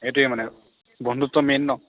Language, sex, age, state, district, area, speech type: Assamese, male, 60+, Assam, Morigaon, rural, conversation